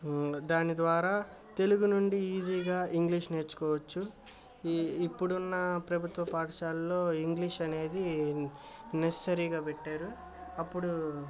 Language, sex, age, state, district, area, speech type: Telugu, male, 18-30, Andhra Pradesh, Bapatla, urban, spontaneous